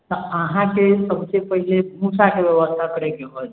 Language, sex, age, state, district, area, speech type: Maithili, male, 18-30, Bihar, Sitamarhi, rural, conversation